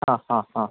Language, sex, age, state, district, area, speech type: Malayalam, male, 45-60, Kerala, Palakkad, rural, conversation